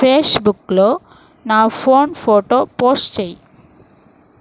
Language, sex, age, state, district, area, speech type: Telugu, female, 18-30, Andhra Pradesh, Chittoor, rural, read